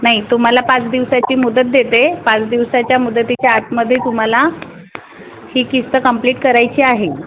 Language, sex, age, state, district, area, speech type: Marathi, female, 45-60, Maharashtra, Wardha, urban, conversation